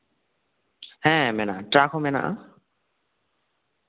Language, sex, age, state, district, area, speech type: Santali, male, 18-30, West Bengal, Bankura, rural, conversation